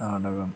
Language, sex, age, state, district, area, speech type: Malayalam, male, 30-45, Kerala, Palakkad, rural, read